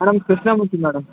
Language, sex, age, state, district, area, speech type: Tamil, male, 18-30, Tamil Nadu, Tirunelveli, rural, conversation